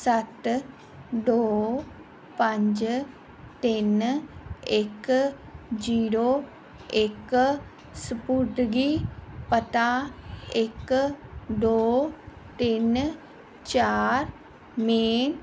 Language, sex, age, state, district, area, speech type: Punjabi, female, 30-45, Punjab, Fazilka, rural, read